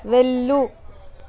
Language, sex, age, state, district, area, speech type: Telugu, female, 18-30, Telangana, Nalgonda, urban, read